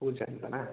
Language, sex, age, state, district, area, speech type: Kannada, male, 18-30, Karnataka, Tumkur, rural, conversation